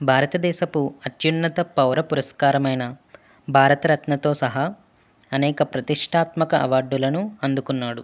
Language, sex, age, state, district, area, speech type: Telugu, male, 45-60, Andhra Pradesh, West Godavari, rural, spontaneous